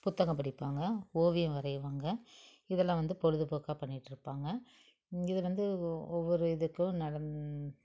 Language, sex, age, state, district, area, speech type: Tamil, female, 45-60, Tamil Nadu, Tiruppur, urban, spontaneous